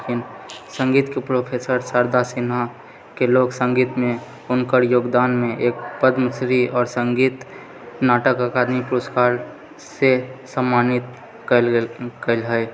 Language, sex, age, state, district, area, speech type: Maithili, male, 30-45, Bihar, Purnia, urban, spontaneous